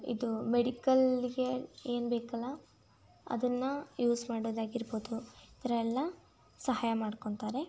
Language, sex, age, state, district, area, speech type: Kannada, female, 18-30, Karnataka, Tumkur, rural, spontaneous